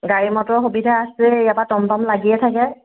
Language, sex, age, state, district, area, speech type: Assamese, female, 30-45, Assam, Golaghat, urban, conversation